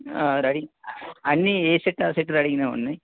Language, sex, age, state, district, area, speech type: Telugu, male, 18-30, Telangana, Hanamkonda, urban, conversation